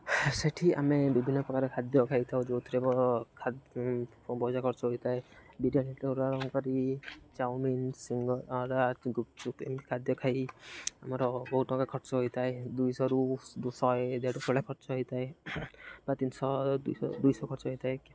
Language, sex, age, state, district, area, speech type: Odia, male, 18-30, Odisha, Jagatsinghpur, rural, spontaneous